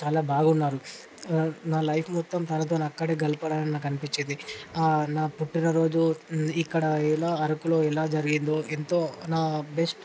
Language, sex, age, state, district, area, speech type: Telugu, male, 18-30, Telangana, Ranga Reddy, urban, spontaneous